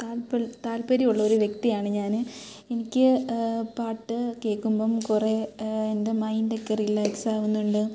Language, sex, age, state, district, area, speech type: Malayalam, female, 18-30, Kerala, Kottayam, urban, spontaneous